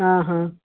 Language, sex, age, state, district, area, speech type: Sanskrit, female, 60+, Karnataka, Bangalore Urban, urban, conversation